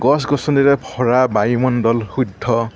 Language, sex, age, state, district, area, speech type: Assamese, male, 60+, Assam, Morigaon, rural, spontaneous